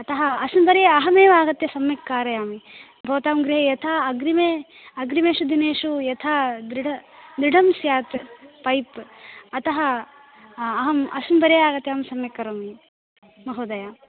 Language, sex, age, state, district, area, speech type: Sanskrit, female, 18-30, Tamil Nadu, Coimbatore, urban, conversation